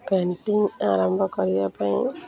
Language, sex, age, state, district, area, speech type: Odia, female, 45-60, Odisha, Sundergarh, urban, spontaneous